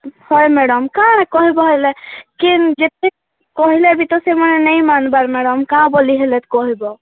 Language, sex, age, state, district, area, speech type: Odia, female, 18-30, Odisha, Kalahandi, rural, conversation